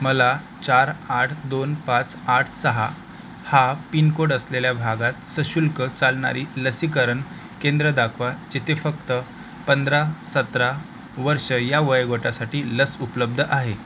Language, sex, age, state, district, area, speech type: Marathi, male, 30-45, Maharashtra, Akola, rural, read